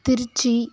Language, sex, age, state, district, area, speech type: Tamil, female, 30-45, Tamil Nadu, Cuddalore, rural, spontaneous